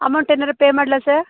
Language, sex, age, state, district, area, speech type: Kannada, female, 30-45, Karnataka, Mandya, rural, conversation